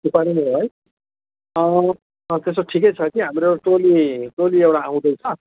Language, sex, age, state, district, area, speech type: Nepali, male, 45-60, West Bengal, Jalpaiguri, rural, conversation